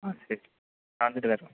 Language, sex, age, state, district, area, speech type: Tamil, male, 18-30, Tamil Nadu, Ariyalur, rural, conversation